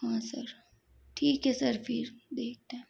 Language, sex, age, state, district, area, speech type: Hindi, female, 45-60, Rajasthan, Jodhpur, urban, spontaneous